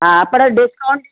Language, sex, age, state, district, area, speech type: Sindhi, female, 60+, Maharashtra, Mumbai Suburban, urban, conversation